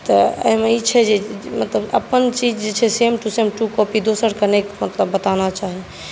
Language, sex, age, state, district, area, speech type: Maithili, female, 18-30, Bihar, Saharsa, urban, spontaneous